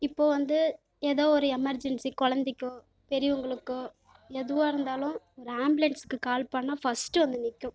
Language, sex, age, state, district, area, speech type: Tamil, female, 18-30, Tamil Nadu, Kallakurichi, rural, spontaneous